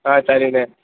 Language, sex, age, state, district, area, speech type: Tamil, male, 18-30, Tamil Nadu, Madurai, rural, conversation